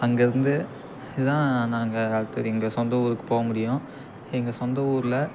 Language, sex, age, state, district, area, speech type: Tamil, male, 18-30, Tamil Nadu, Tiruppur, rural, spontaneous